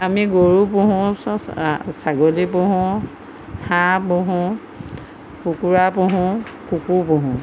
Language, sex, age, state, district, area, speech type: Assamese, female, 60+, Assam, Golaghat, urban, spontaneous